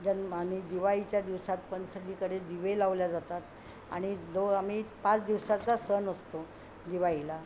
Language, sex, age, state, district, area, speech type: Marathi, female, 60+, Maharashtra, Yavatmal, urban, spontaneous